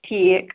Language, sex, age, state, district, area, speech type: Kashmiri, female, 18-30, Jammu and Kashmir, Ganderbal, rural, conversation